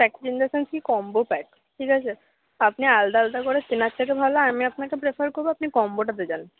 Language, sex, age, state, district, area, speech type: Bengali, female, 60+, West Bengal, Paschim Bardhaman, rural, conversation